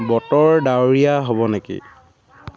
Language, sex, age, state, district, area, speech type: Assamese, male, 30-45, Assam, Dhemaji, rural, read